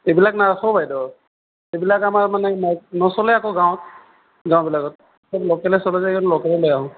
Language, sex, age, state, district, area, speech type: Assamese, male, 18-30, Assam, Sonitpur, rural, conversation